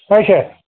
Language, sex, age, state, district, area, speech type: Kashmiri, male, 30-45, Jammu and Kashmir, Bandipora, rural, conversation